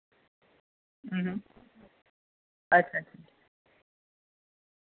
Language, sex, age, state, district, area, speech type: Dogri, female, 30-45, Jammu and Kashmir, Jammu, urban, conversation